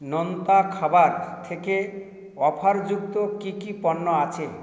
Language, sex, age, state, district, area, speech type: Bengali, male, 60+, West Bengal, South 24 Parganas, rural, read